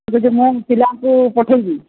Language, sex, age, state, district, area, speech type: Odia, female, 45-60, Odisha, Sundergarh, rural, conversation